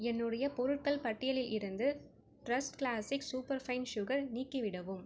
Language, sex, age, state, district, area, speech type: Tamil, female, 30-45, Tamil Nadu, Cuddalore, rural, read